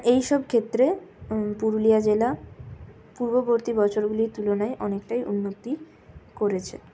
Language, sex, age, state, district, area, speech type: Bengali, female, 60+, West Bengal, Purulia, urban, spontaneous